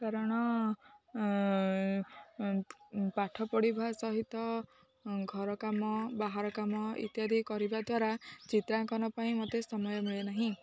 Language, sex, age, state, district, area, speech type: Odia, female, 18-30, Odisha, Jagatsinghpur, urban, spontaneous